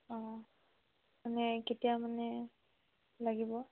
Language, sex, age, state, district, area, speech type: Assamese, female, 18-30, Assam, Nagaon, rural, conversation